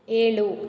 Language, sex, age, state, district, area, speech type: Kannada, female, 18-30, Karnataka, Mysore, urban, read